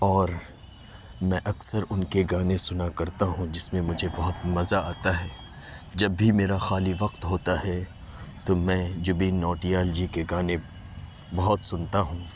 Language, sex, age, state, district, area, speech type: Urdu, male, 30-45, Uttar Pradesh, Lucknow, urban, spontaneous